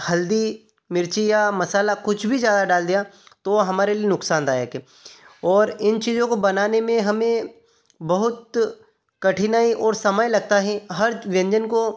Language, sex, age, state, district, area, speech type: Hindi, male, 30-45, Madhya Pradesh, Ujjain, rural, spontaneous